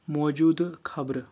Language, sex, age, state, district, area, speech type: Kashmiri, male, 18-30, Jammu and Kashmir, Anantnag, rural, read